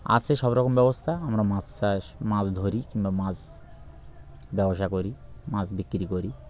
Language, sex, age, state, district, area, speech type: Bengali, male, 30-45, West Bengal, Birbhum, urban, spontaneous